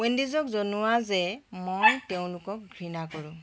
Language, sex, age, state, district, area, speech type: Assamese, female, 60+, Assam, Tinsukia, rural, read